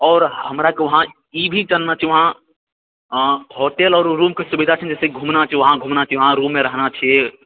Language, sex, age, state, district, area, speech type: Maithili, male, 30-45, Bihar, Purnia, rural, conversation